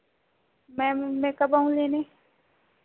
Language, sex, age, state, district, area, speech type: Hindi, female, 18-30, Madhya Pradesh, Chhindwara, urban, conversation